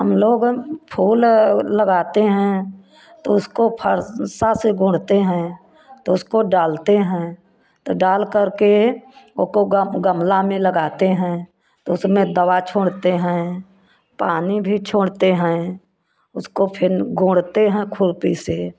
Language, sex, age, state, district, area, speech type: Hindi, female, 60+, Uttar Pradesh, Prayagraj, urban, spontaneous